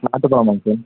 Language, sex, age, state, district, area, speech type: Tamil, male, 18-30, Tamil Nadu, Tiruppur, rural, conversation